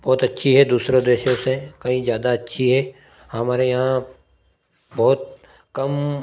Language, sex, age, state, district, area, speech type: Hindi, male, 30-45, Madhya Pradesh, Ujjain, rural, spontaneous